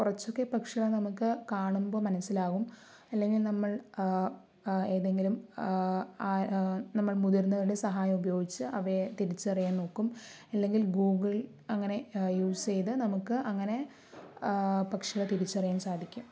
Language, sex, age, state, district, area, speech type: Malayalam, female, 30-45, Kerala, Palakkad, rural, spontaneous